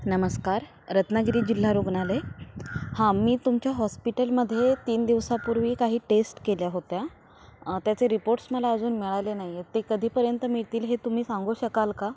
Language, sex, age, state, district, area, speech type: Marathi, female, 18-30, Maharashtra, Ratnagiri, rural, spontaneous